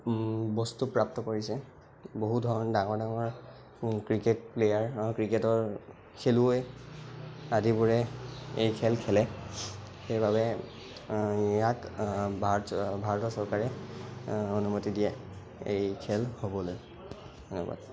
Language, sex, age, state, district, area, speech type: Assamese, male, 18-30, Assam, Sonitpur, rural, spontaneous